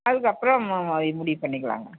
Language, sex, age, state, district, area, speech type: Tamil, female, 60+, Tamil Nadu, Dharmapuri, urban, conversation